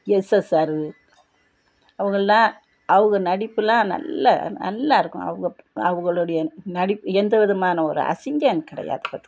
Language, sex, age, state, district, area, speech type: Tamil, female, 60+, Tamil Nadu, Thoothukudi, rural, spontaneous